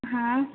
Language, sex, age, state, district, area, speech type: Hindi, female, 30-45, Madhya Pradesh, Harda, urban, conversation